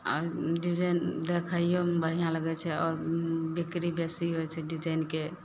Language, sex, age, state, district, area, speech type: Maithili, female, 18-30, Bihar, Madhepura, rural, spontaneous